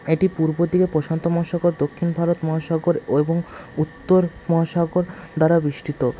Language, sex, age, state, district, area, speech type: Bengali, male, 60+, West Bengal, Paschim Bardhaman, urban, spontaneous